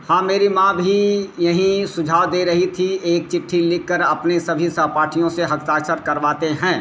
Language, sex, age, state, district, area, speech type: Hindi, male, 60+, Uttar Pradesh, Azamgarh, rural, read